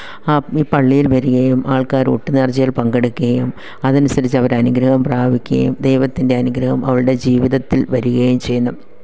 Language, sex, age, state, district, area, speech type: Malayalam, female, 45-60, Kerala, Kollam, rural, spontaneous